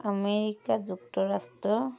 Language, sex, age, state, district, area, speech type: Assamese, female, 30-45, Assam, Tinsukia, urban, spontaneous